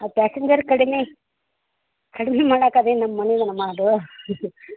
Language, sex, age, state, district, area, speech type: Kannada, female, 45-60, Karnataka, Dharwad, rural, conversation